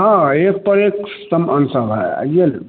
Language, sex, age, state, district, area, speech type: Hindi, male, 60+, Bihar, Madhepura, rural, conversation